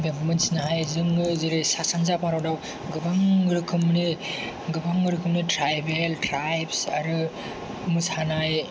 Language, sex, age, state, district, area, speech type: Bodo, male, 18-30, Assam, Kokrajhar, rural, spontaneous